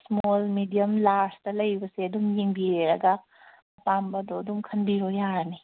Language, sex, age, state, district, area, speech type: Manipuri, female, 30-45, Manipur, Kangpokpi, urban, conversation